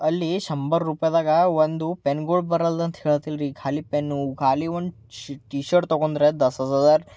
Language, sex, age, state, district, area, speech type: Kannada, male, 18-30, Karnataka, Bidar, urban, spontaneous